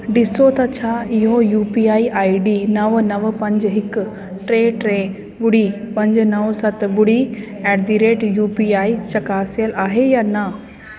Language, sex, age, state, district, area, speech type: Sindhi, female, 30-45, Delhi, South Delhi, urban, read